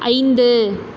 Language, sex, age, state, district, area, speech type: Tamil, female, 30-45, Tamil Nadu, Mayiladuthurai, urban, read